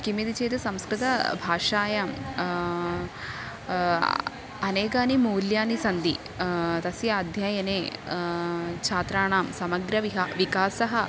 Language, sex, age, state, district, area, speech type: Sanskrit, female, 18-30, Kerala, Thrissur, urban, spontaneous